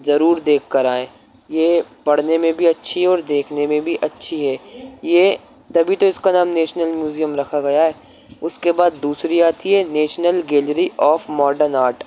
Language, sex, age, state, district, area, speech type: Urdu, male, 18-30, Delhi, East Delhi, urban, spontaneous